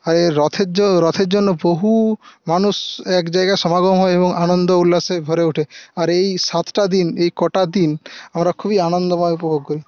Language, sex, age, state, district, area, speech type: Bengali, male, 18-30, West Bengal, Paschim Medinipur, rural, spontaneous